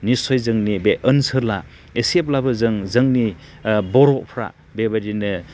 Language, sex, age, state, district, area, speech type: Bodo, male, 45-60, Assam, Chirang, rural, spontaneous